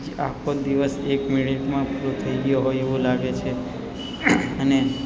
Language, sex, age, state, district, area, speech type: Gujarati, male, 30-45, Gujarat, Narmada, rural, spontaneous